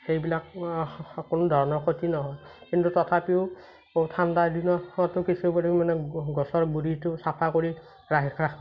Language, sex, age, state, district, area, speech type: Assamese, male, 30-45, Assam, Morigaon, rural, spontaneous